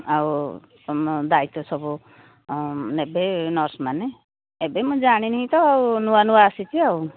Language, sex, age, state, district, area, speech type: Odia, female, 60+, Odisha, Jharsuguda, rural, conversation